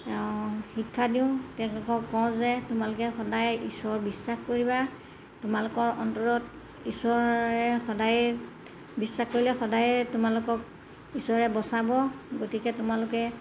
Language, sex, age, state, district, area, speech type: Assamese, female, 60+, Assam, Golaghat, urban, spontaneous